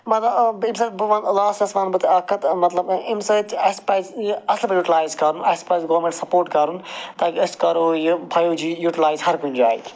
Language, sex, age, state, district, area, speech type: Kashmiri, male, 45-60, Jammu and Kashmir, Srinagar, rural, spontaneous